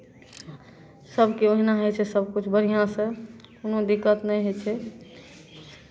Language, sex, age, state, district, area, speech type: Maithili, female, 45-60, Bihar, Madhepura, rural, spontaneous